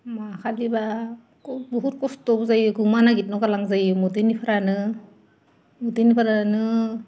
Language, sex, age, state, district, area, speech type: Bodo, female, 30-45, Assam, Goalpara, rural, spontaneous